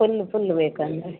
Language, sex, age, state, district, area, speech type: Kannada, female, 30-45, Karnataka, Dakshina Kannada, rural, conversation